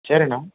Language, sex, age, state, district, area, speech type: Tamil, male, 60+, Tamil Nadu, Tiruppur, rural, conversation